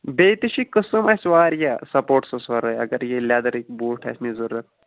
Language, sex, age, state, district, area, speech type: Kashmiri, male, 30-45, Jammu and Kashmir, Kulgam, rural, conversation